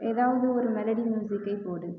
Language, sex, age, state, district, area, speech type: Tamil, female, 30-45, Tamil Nadu, Cuddalore, rural, read